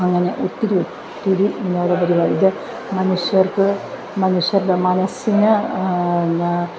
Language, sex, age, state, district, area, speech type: Malayalam, female, 45-60, Kerala, Alappuzha, urban, spontaneous